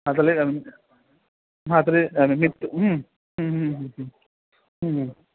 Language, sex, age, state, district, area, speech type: Sanskrit, male, 30-45, West Bengal, Dakshin Dinajpur, urban, conversation